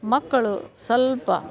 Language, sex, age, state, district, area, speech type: Kannada, female, 60+, Karnataka, Gadag, rural, spontaneous